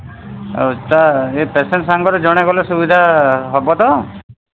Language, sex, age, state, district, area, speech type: Odia, male, 45-60, Odisha, Sambalpur, rural, conversation